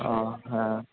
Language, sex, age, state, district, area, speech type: Bengali, male, 18-30, West Bengal, Purba Bardhaman, urban, conversation